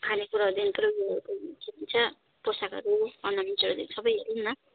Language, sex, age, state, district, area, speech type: Nepali, female, 30-45, West Bengal, Darjeeling, rural, conversation